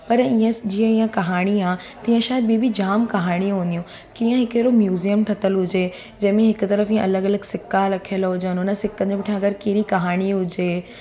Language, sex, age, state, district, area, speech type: Sindhi, female, 18-30, Gujarat, Surat, urban, spontaneous